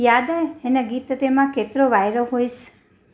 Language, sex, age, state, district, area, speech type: Sindhi, female, 45-60, Gujarat, Surat, urban, read